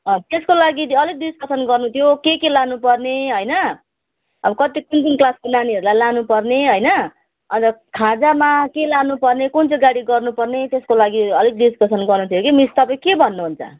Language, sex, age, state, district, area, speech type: Nepali, female, 30-45, West Bengal, Jalpaiguri, urban, conversation